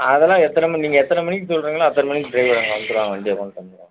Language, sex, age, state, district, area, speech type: Tamil, male, 30-45, Tamil Nadu, Madurai, urban, conversation